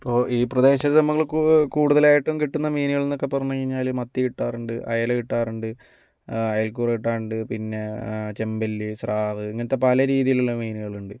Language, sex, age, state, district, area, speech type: Malayalam, male, 30-45, Kerala, Kozhikode, urban, spontaneous